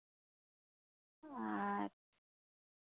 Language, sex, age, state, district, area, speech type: Santali, female, 30-45, West Bengal, Bankura, rural, conversation